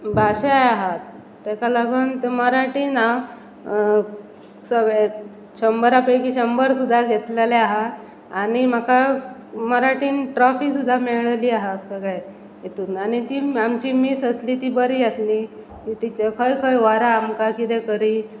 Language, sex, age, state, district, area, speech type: Goan Konkani, female, 30-45, Goa, Pernem, rural, spontaneous